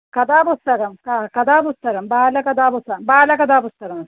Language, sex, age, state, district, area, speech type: Sanskrit, female, 30-45, Kerala, Thiruvananthapuram, urban, conversation